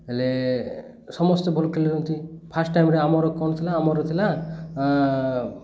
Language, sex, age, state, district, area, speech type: Odia, male, 30-45, Odisha, Malkangiri, urban, spontaneous